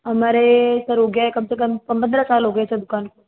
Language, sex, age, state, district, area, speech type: Hindi, female, 30-45, Rajasthan, Jodhpur, urban, conversation